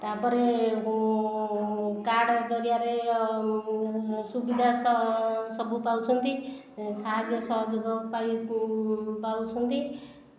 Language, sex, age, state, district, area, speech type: Odia, female, 45-60, Odisha, Khordha, rural, spontaneous